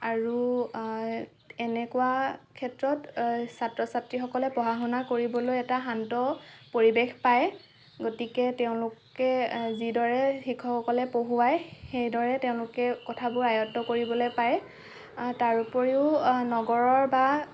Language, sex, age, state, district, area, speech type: Assamese, female, 18-30, Assam, Lakhimpur, rural, spontaneous